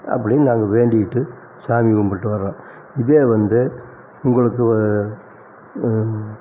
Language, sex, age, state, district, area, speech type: Tamil, male, 60+, Tamil Nadu, Erode, urban, spontaneous